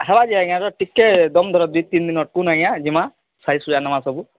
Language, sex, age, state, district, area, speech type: Odia, male, 45-60, Odisha, Nuapada, urban, conversation